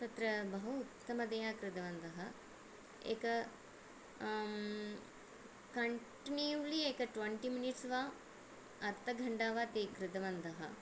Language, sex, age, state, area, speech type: Sanskrit, female, 30-45, Tamil Nadu, urban, spontaneous